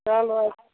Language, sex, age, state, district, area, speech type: Kashmiri, male, 60+, Jammu and Kashmir, Ganderbal, rural, conversation